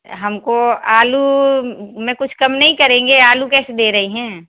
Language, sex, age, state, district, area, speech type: Hindi, female, 60+, Madhya Pradesh, Jabalpur, urban, conversation